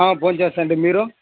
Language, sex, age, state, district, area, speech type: Telugu, male, 18-30, Andhra Pradesh, Sri Balaji, urban, conversation